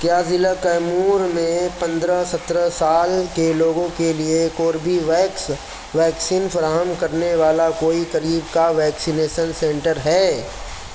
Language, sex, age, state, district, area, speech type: Urdu, male, 30-45, Uttar Pradesh, Mau, urban, read